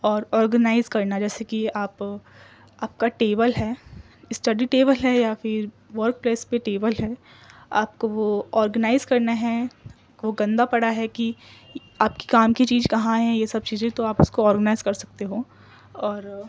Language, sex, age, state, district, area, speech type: Urdu, female, 18-30, Delhi, East Delhi, urban, spontaneous